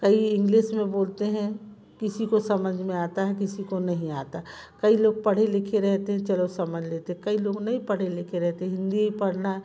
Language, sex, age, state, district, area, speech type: Hindi, female, 45-60, Madhya Pradesh, Jabalpur, urban, spontaneous